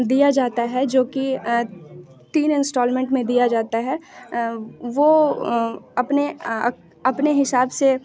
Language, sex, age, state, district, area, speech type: Hindi, female, 18-30, Bihar, Muzaffarpur, rural, spontaneous